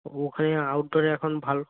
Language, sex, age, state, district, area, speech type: Bengali, male, 60+, West Bengal, Purba Medinipur, rural, conversation